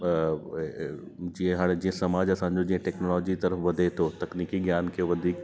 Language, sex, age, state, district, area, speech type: Sindhi, male, 30-45, Delhi, South Delhi, urban, spontaneous